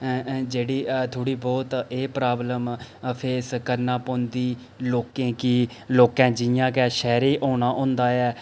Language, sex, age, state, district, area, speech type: Dogri, male, 30-45, Jammu and Kashmir, Reasi, rural, spontaneous